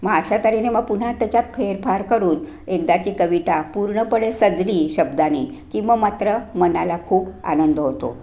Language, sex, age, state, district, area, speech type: Marathi, female, 60+, Maharashtra, Sangli, urban, spontaneous